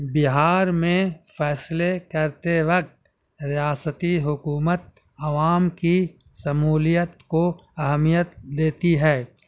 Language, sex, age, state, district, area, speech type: Urdu, male, 60+, Bihar, Gaya, urban, spontaneous